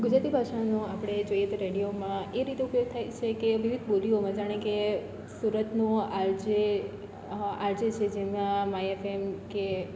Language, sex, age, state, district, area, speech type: Gujarati, female, 18-30, Gujarat, Surat, rural, spontaneous